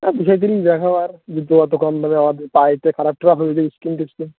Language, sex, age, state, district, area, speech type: Bengali, male, 18-30, West Bengal, Birbhum, urban, conversation